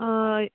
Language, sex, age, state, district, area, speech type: Manipuri, female, 45-60, Manipur, Churachandpur, urban, conversation